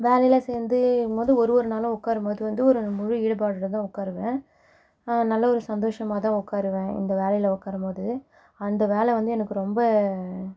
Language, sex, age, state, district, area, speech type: Tamil, female, 18-30, Tamil Nadu, Mayiladuthurai, rural, spontaneous